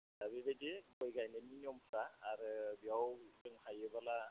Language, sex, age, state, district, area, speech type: Bodo, male, 45-60, Assam, Udalguri, rural, conversation